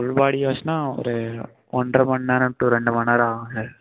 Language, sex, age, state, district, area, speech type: Tamil, male, 18-30, Tamil Nadu, Thanjavur, rural, conversation